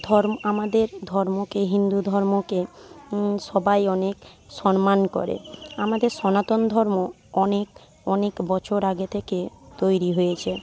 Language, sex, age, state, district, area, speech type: Bengali, female, 60+, West Bengal, Jhargram, rural, spontaneous